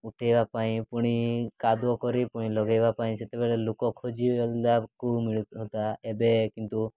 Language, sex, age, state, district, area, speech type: Odia, male, 18-30, Odisha, Mayurbhanj, rural, spontaneous